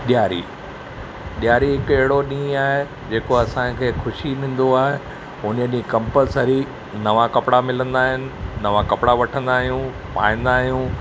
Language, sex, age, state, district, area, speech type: Sindhi, male, 45-60, Maharashtra, Thane, urban, spontaneous